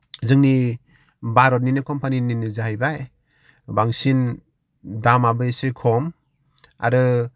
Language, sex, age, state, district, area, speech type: Bodo, male, 30-45, Assam, Kokrajhar, rural, spontaneous